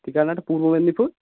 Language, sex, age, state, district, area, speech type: Bengali, male, 18-30, West Bengal, Purba Medinipur, rural, conversation